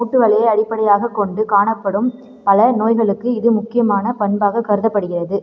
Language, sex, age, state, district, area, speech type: Tamil, female, 18-30, Tamil Nadu, Cuddalore, rural, read